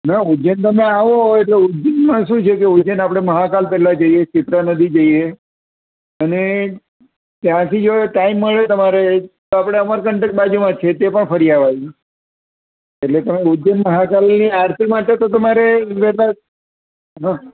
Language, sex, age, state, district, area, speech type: Gujarati, male, 60+, Gujarat, Surat, urban, conversation